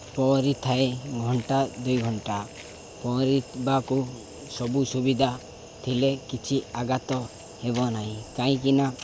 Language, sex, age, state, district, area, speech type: Odia, male, 18-30, Odisha, Nabarangpur, urban, spontaneous